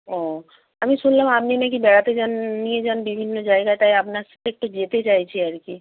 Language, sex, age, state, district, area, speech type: Bengali, female, 45-60, West Bengal, Purba Medinipur, rural, conversation